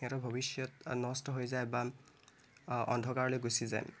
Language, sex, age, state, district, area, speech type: Assamese, male, 18-30, Assam, Tinsukia, urban, spontaneous